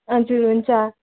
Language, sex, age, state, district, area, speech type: Nepali, female, 30-45, West Bengal, Darjeeling, rural, conversation